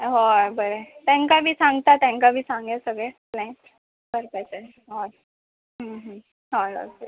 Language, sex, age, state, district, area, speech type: Goan Konkani, female, 18-30, Goa, Murmgao, urban, conversation